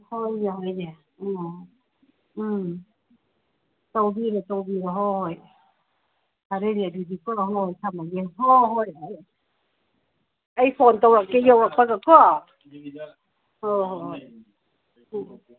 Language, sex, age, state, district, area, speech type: Manipuri, female, 60+, Manipur, Ukhrul, rural, conversation